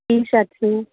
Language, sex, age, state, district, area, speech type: Telugu, female, 60+, Andhra Pradesh, Guntur, urban, conversation